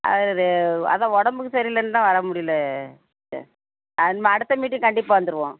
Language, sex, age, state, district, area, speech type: Tamil, female, 45-60, Tamil Nadu, Thoothukudi, rural, conversation